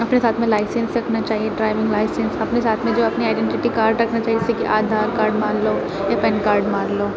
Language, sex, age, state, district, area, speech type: Urdu, female, 30-45, Uttar Pradesh, Aligarh, rural, spontaneous